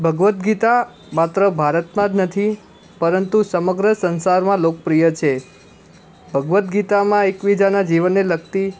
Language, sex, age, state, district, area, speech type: Gujarati, male, 18-30, Gujarat, Ahmedabad, urban, spontaneous